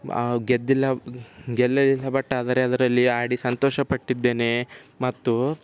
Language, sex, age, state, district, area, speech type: Kannada, male, 18-30, Karnataka, Bidar, urban, spontaneous